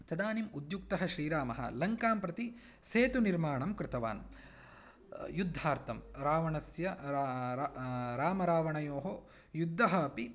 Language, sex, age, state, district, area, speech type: Sanskrit, male, 18-30, Karnataka, Uttara Kannada, rural, spontaneous